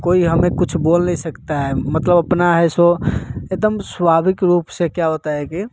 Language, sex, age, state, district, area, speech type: Hindi, male, 18-30, Bihar, Samastipur, urban, spontaneous